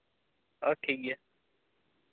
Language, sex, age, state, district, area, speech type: Santali, male, 18-30, Jharkhand, East Singhbhum, rural, conversation